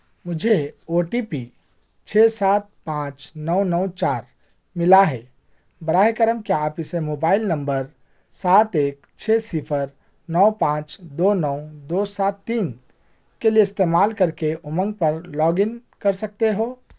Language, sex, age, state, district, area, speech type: Urdu, male, 30-45, Telangana, Hyderabad, urban, read